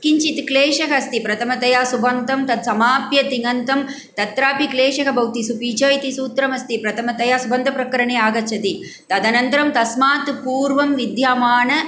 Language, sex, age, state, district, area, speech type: Sanskrit, female, 45-60, Tamil Nadu, Coimbatore, urban, spontaneous